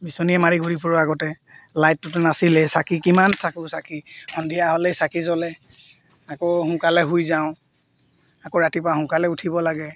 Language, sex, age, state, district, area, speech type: Assamese, male, 45-60, Assam, Golaghat, rural, spontaneous